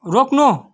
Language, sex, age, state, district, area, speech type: Nepali, male, 45-60, West Bengal, Kalimpong, rural, read